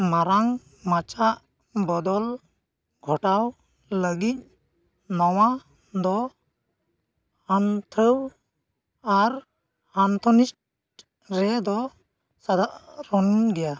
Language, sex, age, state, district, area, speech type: Santali, male, 18-30, West Bengal, Uttar Dinajpur, rural, read